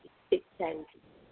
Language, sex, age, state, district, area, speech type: Sindhi, female, 45-60, Uttar Pradesh, Lucknow, rural, conversation